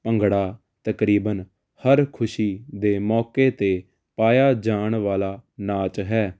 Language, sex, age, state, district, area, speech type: Punjabi, male, 18-30, Punjab, Jalandhar, urban, spontaneous